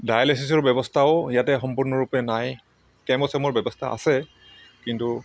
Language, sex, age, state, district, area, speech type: Assamese, male, 60+, Assam, Barpeta, rural, spontaneous